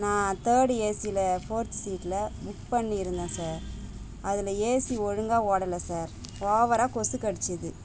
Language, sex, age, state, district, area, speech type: Tamil, female, 30-45, Tamil Nadu, Tiruvannamalai, rural, spontaneous